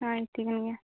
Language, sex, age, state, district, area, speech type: Santali, female, 18-30, West Bengal, Jhargram, rural, conversation